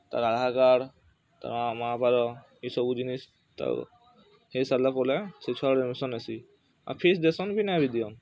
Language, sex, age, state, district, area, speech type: Odia, male, 18-30, Odisha, Bargarh, urban, spontaneous